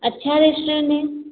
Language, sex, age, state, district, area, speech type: Hindi, female, 18-30, Uttar Pradesh, Azamgarh, urban, conversation